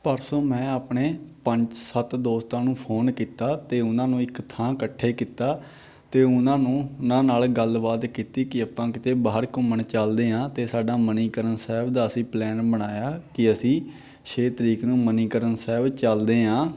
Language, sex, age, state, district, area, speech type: Punjabi, male, 18-30, Punjab, Patiala, rural, spontaneous